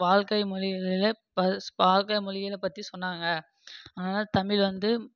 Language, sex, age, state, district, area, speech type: Tamil, male, 18-30, Tamil Nadu, Krishnagiri, rural, spontaneous